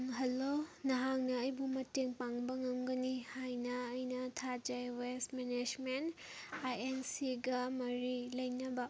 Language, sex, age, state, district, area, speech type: Manipuri, female, 18-30, Manipur, Kangpokpi, urban, read